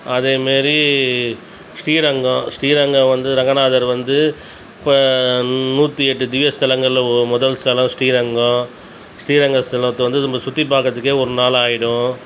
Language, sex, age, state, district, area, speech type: Tamil, male, 45-60, Tamil Nadu, Tiruchirappalli, rural, spontaneous